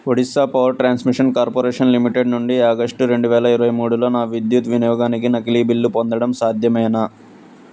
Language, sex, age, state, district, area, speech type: Telugu, male, 18-30, Andhra Pradesh, Krishna, urban, read